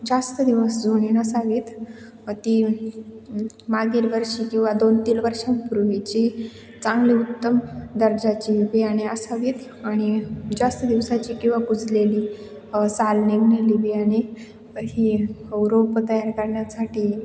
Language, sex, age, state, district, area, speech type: Marathi, female, 18-30, Maharashtra, Ahmednagar, rural, spontaneous